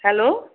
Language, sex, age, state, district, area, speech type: Nepali, female, 45-60, West Bengal, Kalimpong, rural, conversation